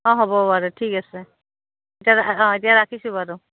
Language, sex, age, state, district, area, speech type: Assamese, female, 45-60, Assam, Udalguri, rural, conversation